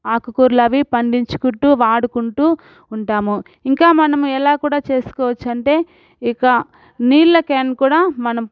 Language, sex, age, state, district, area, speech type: Telugu, female, 45-60, Andhra Pradesh, Sri Balaji, urban, spontaneous